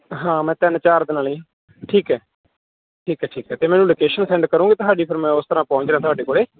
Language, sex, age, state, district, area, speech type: Punjabi, male, 30-45, Punjab, Bathinda, rural, conversation